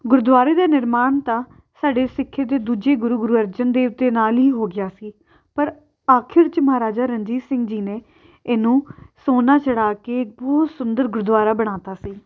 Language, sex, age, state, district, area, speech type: Punjabi, female, 18-30, Punjab, Amritsar, urban, spontaneous